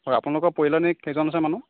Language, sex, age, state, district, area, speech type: Assamese, male, 45-60, Assam, Morigaon, rural, conversation